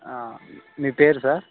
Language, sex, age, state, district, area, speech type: Telugu, male, 18-30, Telangana, Khammam, urban, conversation